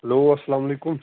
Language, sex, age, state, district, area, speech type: Kashmiri, male, 18-30, Jammu and Kashmir, Pulwama, rural, conversation